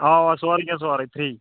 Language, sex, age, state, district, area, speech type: Kashmiri, male, 18-30, Jammu and Kashmir, Kulgam, rural, conversation